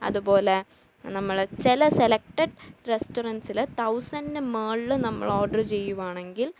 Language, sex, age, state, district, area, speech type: Malayalam, female, 18-30, Kerala, Thiruvananthapuram, urban, spontaneous